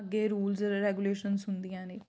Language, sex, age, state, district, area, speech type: Punjabi, female, 18-30, Punjab, Fatehgarh Sahib, rural, spontaneous